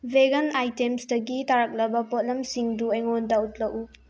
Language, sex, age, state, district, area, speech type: Manipuri, female, 18-30, Manipur, Bishnupur, rural, read